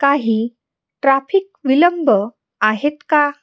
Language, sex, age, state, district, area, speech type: Marathi, female, 30-45, Maharashtra, Nashik, urban, read